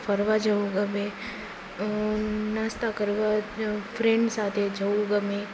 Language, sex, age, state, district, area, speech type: Gujarati, female, 18-30, Gujarat, Rajkot, rural, spontaneous